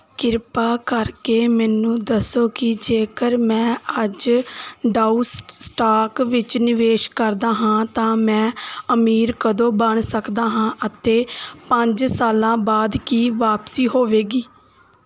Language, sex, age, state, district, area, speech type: Punjabi, female, 18-30, Punjab, Gurdaspur, rural, read